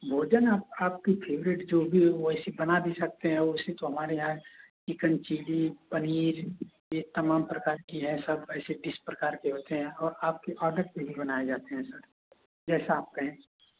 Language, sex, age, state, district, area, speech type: Hindi, male, 30-45, Uttar Pradesh, Mau, rural, conversation